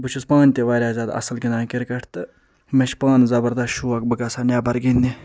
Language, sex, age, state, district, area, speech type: Kashmiri, male, 30-45, Jammu and Kashmir, Ganderbal, urban, spontaneous